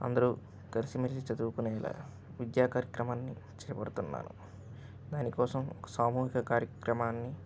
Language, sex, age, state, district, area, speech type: Telugu, male, 18-30, Andhra Pradesh, N T Rama Rao, urban, spontaneous